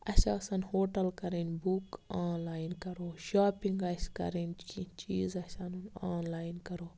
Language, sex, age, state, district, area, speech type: Kashmiri, female, 18-30, Jammu and Kashmir, Baramulla, rural, spontaneous